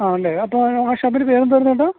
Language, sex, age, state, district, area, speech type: Malayalam, male, 30-45, Kerala, Ernakulam, rural, conversation